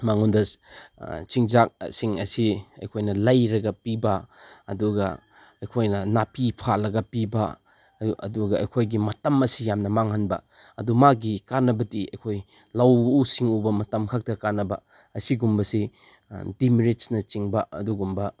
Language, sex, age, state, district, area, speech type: Manipuri, male, 30-45, Manipur, Chandel, rural, spontaneous